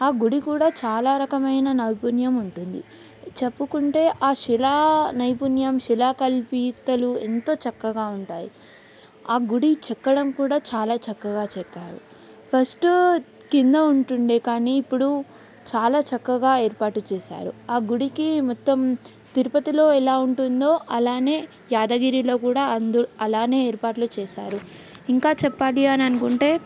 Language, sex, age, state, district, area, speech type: Telugu, female, 18-30, Telangana, Yadadri Bhuvanagiri, urban, spontaneous